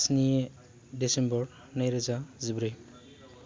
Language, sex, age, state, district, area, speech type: Bodo, male, 30-45, Assam, Baksa, urban, spontaneous